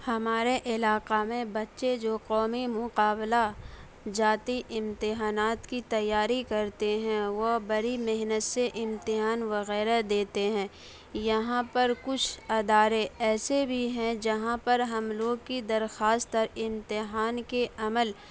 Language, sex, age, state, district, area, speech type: Urdu, female, 18-30, Bihar, Saharsa, rural, spontaneous